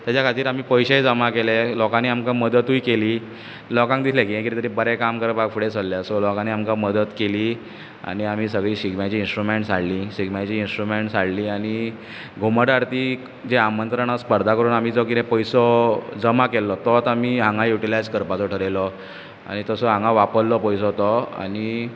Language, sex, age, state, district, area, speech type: Goan Konkani, male, 30-45, Goa, Bardez, urban, spontaneous